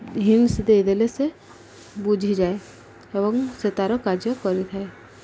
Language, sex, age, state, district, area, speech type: Odia, female, 45-60, Odisha, Subarnapur, urban, spontaneous